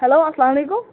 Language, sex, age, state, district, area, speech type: Kashmiri, female, 45-60, Jammu and Kashmir, Bandipora, urban, conversation